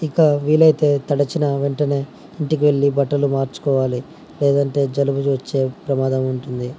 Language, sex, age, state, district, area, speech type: Telugu, male, 18-30, Andhra Pradesh, Nandyal, urban, spontaneous